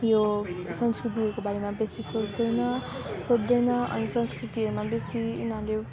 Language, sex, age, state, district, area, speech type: Nepali, female, 30-45, West Bengal, Darjeeling, rural, spontaneous